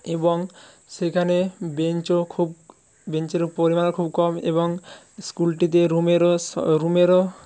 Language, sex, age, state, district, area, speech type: Bengali, male, 60+, West Bengal, Jhargram, rural, spontaneous